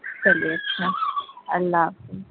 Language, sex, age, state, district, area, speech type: Urdu, female, 30-45, Delhi, North East Delhi, urban, conversation